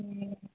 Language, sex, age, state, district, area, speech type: Nepali, female, 18-30, West Bengal, Darjeeling, rural, conversation